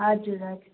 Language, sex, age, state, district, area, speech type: Nepali, female, 18-30, West Bengal, Darjeeling, rural, conversation